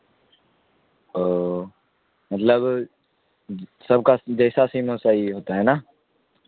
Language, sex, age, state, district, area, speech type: Urdu, male, 18-30, Bihar, Khagaria, rural, conversation